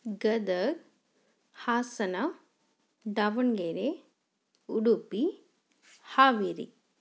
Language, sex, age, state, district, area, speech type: Kannada, female, 30-45, Karnataka, Chikkaballapur, rural, spontaneous